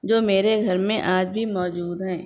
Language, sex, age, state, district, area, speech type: Urdu, female, 30-45, Uttar Pradesh, Shahjahanpur, urban, spontaneous